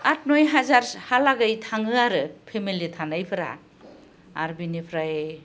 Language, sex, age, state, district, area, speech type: Bodo, female, 60+, Assam, Udalguri, urban, spontaneous